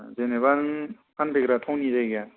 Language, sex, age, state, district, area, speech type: Bodo, male, 30-45, Assam, Kokrajhar, rural, conversation